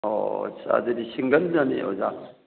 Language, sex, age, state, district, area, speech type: Manipuri, male, 60+, Manipur, Thoubal, rural, conversation